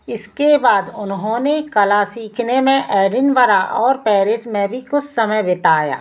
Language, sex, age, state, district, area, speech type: Hindi, female, 45-60, Madhya Pradesh, Narsinghpur, rural, read